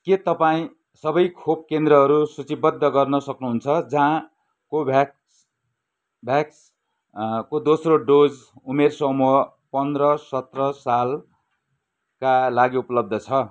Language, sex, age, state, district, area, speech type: Nepali, male, 60+, West Bengal, Kalimpong, rural, read